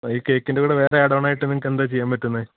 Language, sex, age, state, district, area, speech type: Malayalam, male, 30-45, Kerala, Idukki, rural, conversation